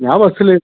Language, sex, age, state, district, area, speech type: Malayalam, male, 60+, Kerala, Kasaragod, urban, conversation